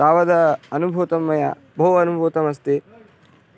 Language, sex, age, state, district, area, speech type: Sanskrit, male, 18-30, Karnataka, Vijayapura, rural, spontaneous